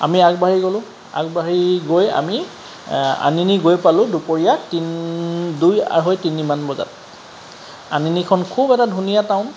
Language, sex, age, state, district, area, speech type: Assamese, male, 30-45, Assam, Charaideo, urban, spontaneous